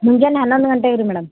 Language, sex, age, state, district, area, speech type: Kannada, female, 18-30, Karnataka, Gulbarga, urban, conversation